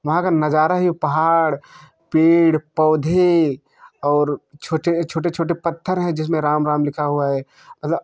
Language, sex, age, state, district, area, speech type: Hindi, male, 18-30, Uttar Pradesh, Jaunpur, urban, spontaneous